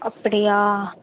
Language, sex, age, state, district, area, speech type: Tamil, female, 18-30, Tamil Nadu, Nilgiris, rural, conversation